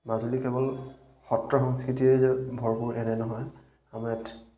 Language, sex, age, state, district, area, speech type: Assamese, male, 30-45, Assam, Majuli, urban, spontaneous